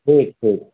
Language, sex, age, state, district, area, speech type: Hindi, male, 60+, Uttar Pradesh, Sonbhadra, rural, conversation